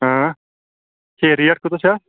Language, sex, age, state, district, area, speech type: Kashmiri, male, 30-45, Jammu and Kashmir, Kulgam, rural, conversation